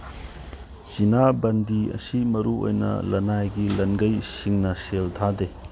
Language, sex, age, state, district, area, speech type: Manipuri, male, 45-60, Manipur, Churachandpur, rural, read